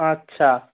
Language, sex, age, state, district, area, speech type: Bengali, male, 18-30, West Bengal, Darjeeling, rural, conversation